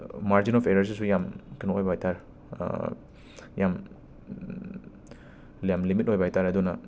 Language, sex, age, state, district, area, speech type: Manipuri, male, 18-30, Manipur, Imphal West, urban, spontaneous